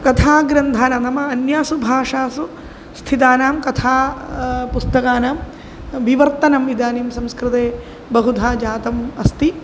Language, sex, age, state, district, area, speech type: Sanskrit, female, 45-60, Kerala, Kozhikode, urban, spontaneous